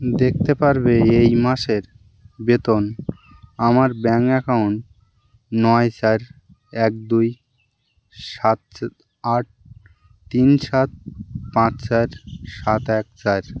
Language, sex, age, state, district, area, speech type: Bengali, male, 18-30, West Bengal, Birbhum, urban, read